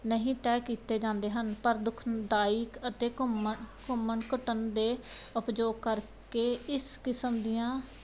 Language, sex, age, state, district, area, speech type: Punjabi, female, 30-45, Punjab, Muktsar, urban, spontaneous